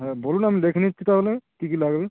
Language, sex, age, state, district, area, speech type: Bengali, male, 18-30, West Bengal, Uttar Dinajpur, rural, conversation